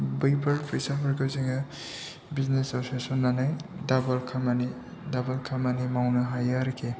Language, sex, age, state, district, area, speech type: Bodo, male, 30-45, Assam, Chirang, rural, spontaneous